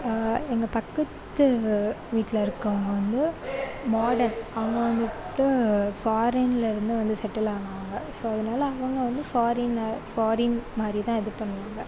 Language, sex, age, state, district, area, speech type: Tamil, female, 18-30, Tamil Nadu, Sivaganga, rural, spontaneous